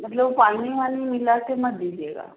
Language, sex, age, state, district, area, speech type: Hindi, female, 30-45, Madhya Pradesh, Seoni, urban, conversation